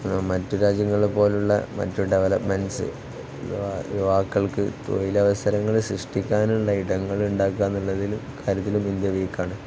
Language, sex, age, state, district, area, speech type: Malayalam, male, 18-30, Kerala, Kozhikode, rural, spontaneous